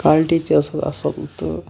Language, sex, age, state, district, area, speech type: Kashmiri, male, 45-60, Jammu and Kashmir, Shopian, urban, spontaneous